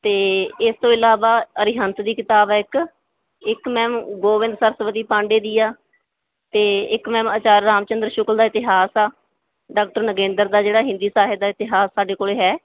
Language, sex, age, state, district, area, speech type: Punjabi, female, 18-30, Punjab, Bathinda, rural, conversation